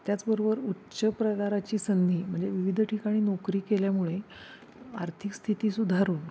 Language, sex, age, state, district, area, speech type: Marathi, female, 45-60, Maharashtra, Satara, urban, spontaneous